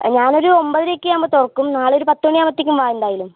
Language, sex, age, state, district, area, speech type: Malayalam, female, 18-30, Kerala, Wayanad, rural, conversation